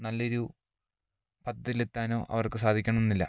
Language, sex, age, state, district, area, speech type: Malayalam, male, 30-45, Kerala, Idukki, rural, spontaneous